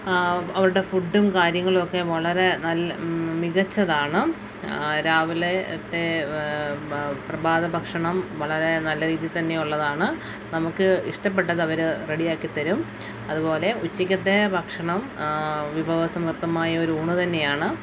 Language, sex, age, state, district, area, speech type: Malayalam, female, 30-45, Kerala, Alappuzha, rural, spontaneous